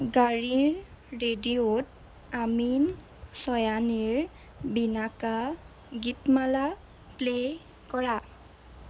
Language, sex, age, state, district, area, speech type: Assamese, female, 18-30, Assam, Jorhat, urban, read